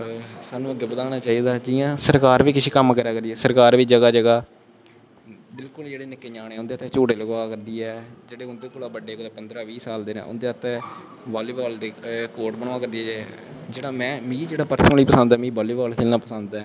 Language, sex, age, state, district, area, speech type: Dogri, male, 18-30, Jammu and Kashmir, Kathua, rural, spontaneous